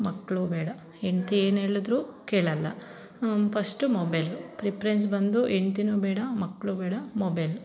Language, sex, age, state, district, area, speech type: Kannada, female, 30-45, Karnataka, Bangalore Rural, rural, spontaneous